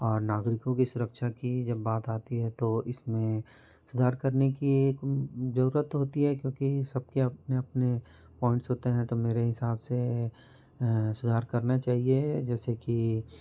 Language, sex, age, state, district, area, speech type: Hindi, male, 30-45, Madhya Pradesh, Betul, urban, spontaneous